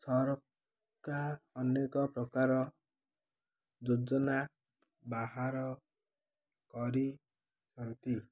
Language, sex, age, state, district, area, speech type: Odia, male, 18-30, Odisha, Ganjam, urban, spontaneous